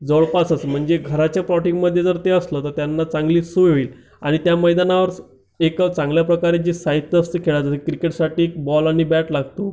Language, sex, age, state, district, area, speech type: Marathi, male, 30-45, Maharashtra, Amravati, rural, spontaneous